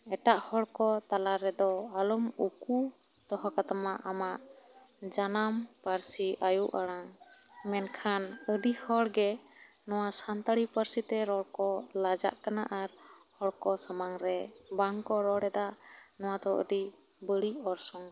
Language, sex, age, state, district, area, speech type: Santali, female, 30-45, West Bengal, Bankura, rural, spontaneous